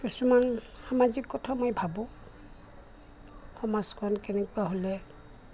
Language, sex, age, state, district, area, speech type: Assamese, female, 60+, Assam, Goalpara, rural, spontaneous